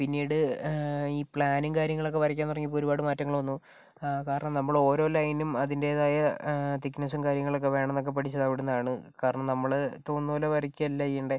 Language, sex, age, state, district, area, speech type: Malayalam, male, 45-60, Kerala, Kozhikode, urban, spontaneous